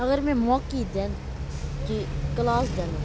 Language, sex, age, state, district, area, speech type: Kashmiri, male, 18-30, Jammu and Kashmir, Kupwara, rural, spontaneous